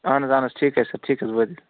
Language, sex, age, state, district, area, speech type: Kashmiri, male, 18-30, Jammu and Kashmir, Bandipora, rural, conversation